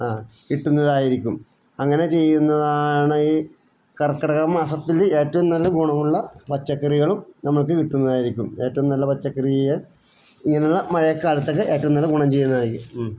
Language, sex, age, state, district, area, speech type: Malayalam, male, 60+, Kerala, Wayanad, rural, spontaneous